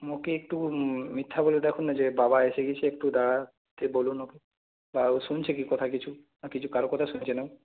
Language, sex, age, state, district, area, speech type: Bengali, male, 18-30, West Bengal, Purulia, rural, conversation